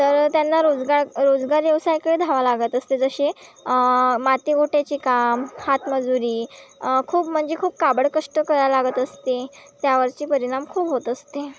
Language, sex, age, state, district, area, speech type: Marathi, female, 18-30, Maharashtra, Wardha, rural, spontaneous